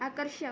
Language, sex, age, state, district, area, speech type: Marathi, female, 18-30, Maharashtra, Amravati, urban, read